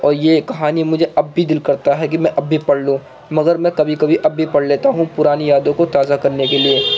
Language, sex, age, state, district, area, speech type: Urdu, male, 45-60, Uttar Pradesh, Gautam Buddha Nagar, urban, spontaneous